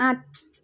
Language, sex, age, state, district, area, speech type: Assamese, female, 18-30, Assam, Tinsukia, rural, read